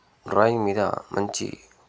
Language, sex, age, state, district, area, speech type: Telugu, male, 30-45, Telangana, Jangaon, rural, spontaneous